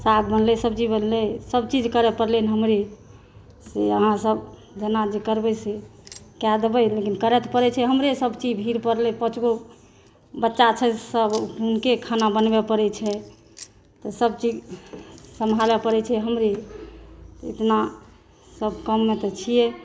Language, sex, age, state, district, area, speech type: Maithili, female, 60+, Bihar, Saharsa, rural, spontaneous